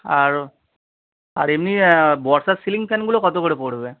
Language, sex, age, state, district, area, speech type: Bengali, male, 30-45, West Bengal, Howrah, urban, conversation